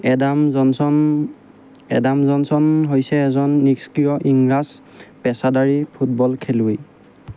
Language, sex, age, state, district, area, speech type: Assamese, male, 30-45, Assam, Golaghat, rural, read